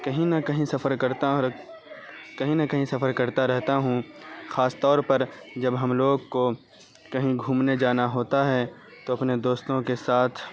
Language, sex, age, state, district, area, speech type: Urdu, male, 18-30, Bihar, Saharsa, rural, spontaneous